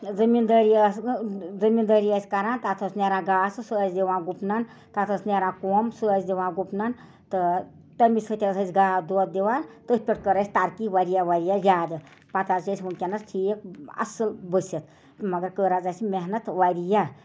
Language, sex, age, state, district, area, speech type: Kashmiri, female, 60+, Jammu and Kashmir, Ganderbal, rural, spontaneous